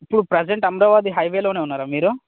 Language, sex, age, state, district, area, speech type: Telugu, male, 18-30, Telangana, Mancherial, rural, conversation